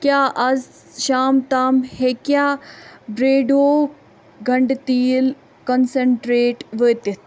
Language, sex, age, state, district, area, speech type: Kashmiri, female, 18-30, Jammu and Kashmir, Ganderbal, urban, read